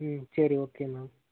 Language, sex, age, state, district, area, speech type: Tamil, male, 18-30, Tamil Nadu, Nagapattinam, rural, conversation